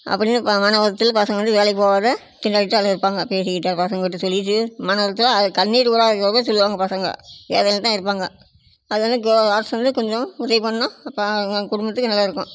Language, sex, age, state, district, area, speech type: Tamil, female, 60+, Tamil Nadu, Namakkal, rural, spontaneous